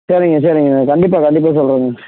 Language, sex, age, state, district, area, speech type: Tamil, male, 18-30, Tamil Nadu, Coimbatore, urban, conversation